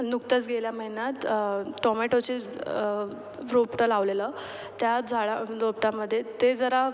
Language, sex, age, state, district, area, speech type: Marathi, female, 18-30, Maharashtra, Mumbai Suburban, urban, spontaneous